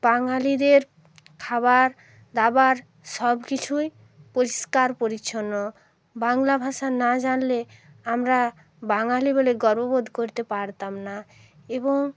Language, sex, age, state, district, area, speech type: Bengali, female, 45-60, West Bengal, North 24 Parganas, rural, spontaneous